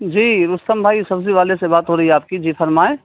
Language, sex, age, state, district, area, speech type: Urdu, male, 30-45, Bihar, Saharsa, urban, conversation